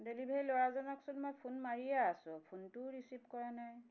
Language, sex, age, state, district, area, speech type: Assamese, female, 45-60, Assam, Tinsukia, urban, spontaneous